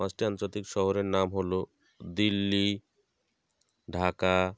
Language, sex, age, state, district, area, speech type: Bengali, male, 30-45, West Bengal, North 24 Parganas, rural, spontaneous